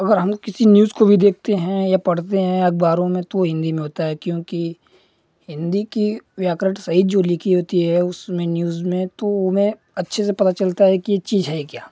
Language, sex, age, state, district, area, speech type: Hindi, male, 18-30, Uttar Pradesh, Ghazipur, urban, spontaneous